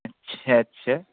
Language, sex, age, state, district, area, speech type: Urdu, male, 30-45, Uttar Pradesh, Lucknow, urban, conversation